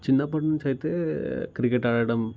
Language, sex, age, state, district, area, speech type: Telugu, male, 18-30, Telangana, Ranga Reddy, urban, spontaneous